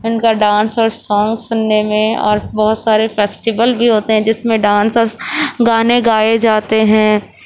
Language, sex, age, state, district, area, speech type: Urdu, female, 18-30, Uttar Pradesh, Gautam Buddha Nagar, urban, spontaneous